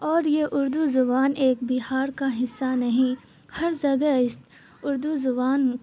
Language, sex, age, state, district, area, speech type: Urdu, female, 18-30, Bihar, Supaul, rural, spontaneous